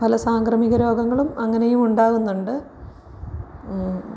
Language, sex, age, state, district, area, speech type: Malayalam, female, 30-45, Kerala, Pathanamthitta, rural, spontaneous